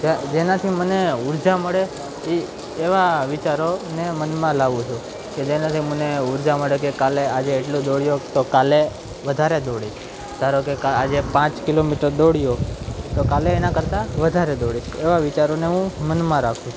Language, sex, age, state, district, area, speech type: Gujarati, male, 18-30, Gujarat, Junagadh, urban, spontaneous